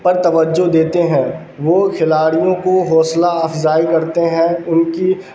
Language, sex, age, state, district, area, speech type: Urdu, male, 18-30, Bihar, Darbhanga, urban, spontaneous